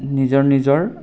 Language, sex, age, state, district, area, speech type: Assamese, male, 18-30, Assam, Darrang, rural, spontaneous